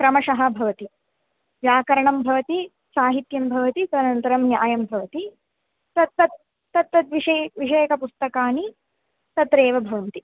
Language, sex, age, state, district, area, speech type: Sanskrit, female, 18-30, Tamil Nadu, Kanchipuram, urban, conversation